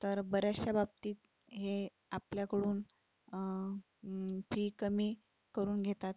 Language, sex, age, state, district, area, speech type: Marathi, female, 30-45, Maharashtra, Akola, urban, spontaneous